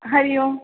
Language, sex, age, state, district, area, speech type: Sanskrit, female, 18-30, Kerala, Thrissur, urban, conversation